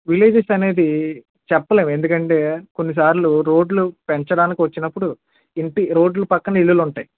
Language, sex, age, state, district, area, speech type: Telugu, male, 45-60, Andhra Pradesh, East Godavari, rural, conversation